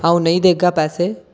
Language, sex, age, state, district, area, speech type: Dogri, male, 18-30, Jammu and Kashmir, Udhampur, urban, spontaneous